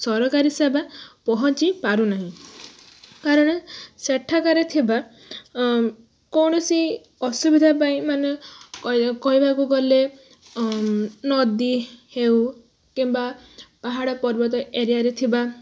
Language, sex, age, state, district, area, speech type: Odia, female, 18-30, Odisha, Balasore, rural, spontaneous